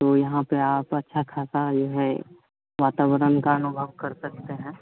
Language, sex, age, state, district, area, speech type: Hindi, male, 30-45, Bihar, Madhepura, rural, conversation